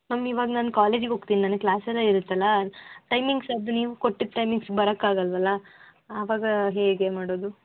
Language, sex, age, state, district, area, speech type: Kannada, female, 18-30, Karnataka, Shimoga, rural, conversation